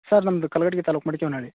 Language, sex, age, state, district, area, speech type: Kannada, male, 30-45, Karnataka, Dharwad, rural, conversation